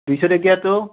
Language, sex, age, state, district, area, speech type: Assamese, male, 18-30, Assam, Morigaon, rural, conversation